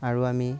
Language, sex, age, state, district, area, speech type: Assamese, male, 30-45, Assam, Darrang, rural, spontaneous